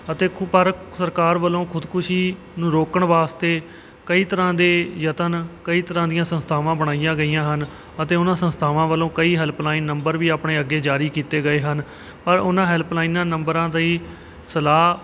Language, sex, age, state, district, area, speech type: Punjabi, male, 30-45, Punjab, Kapurthala, rural, spontaneous